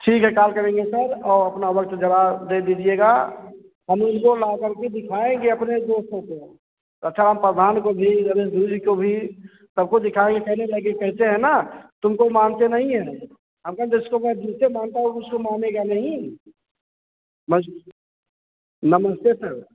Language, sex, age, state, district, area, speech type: Hindi, male, 45-60, Uttar Pradesh, Ayodhya, rural, conversation